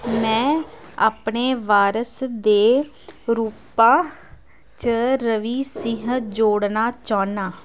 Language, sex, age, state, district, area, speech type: Dogri, female, 18-30, Jammu and Kashmir, Kathua, rural, read